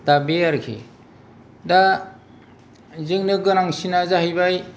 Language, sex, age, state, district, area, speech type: Bodo, male, 45-60, Assam, Kokrajhar, rural, spontaneous